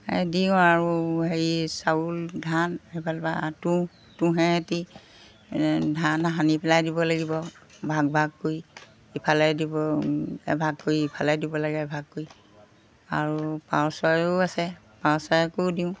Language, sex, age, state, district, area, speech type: Assamese, female, 60+, Assam, Golaghat, rural, spontaneous